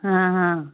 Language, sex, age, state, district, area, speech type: Hindi, female, 18-30, Uttar Pradesh, Jaunpur, rural, conversation